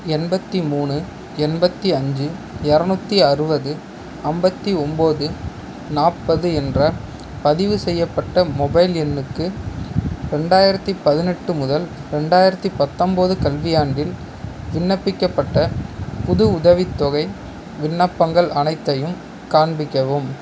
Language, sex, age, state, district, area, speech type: Tamil, male, 30-45, Tamil Nadu, Ariyalur, rural, read